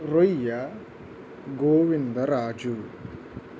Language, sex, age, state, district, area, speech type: Telugu, male, 45-60, Andhra Pradesh, East Godavari, rural, spontaneous